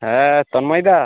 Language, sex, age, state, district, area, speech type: Bengali, male, 18-30, West Bengal, North 24 Parganas, urban, conversation